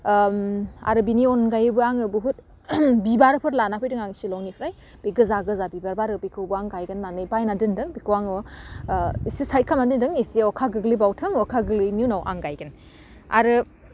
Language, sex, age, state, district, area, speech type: Bodo, female, 18-30, Assam, Udalguri, urban, spontaneous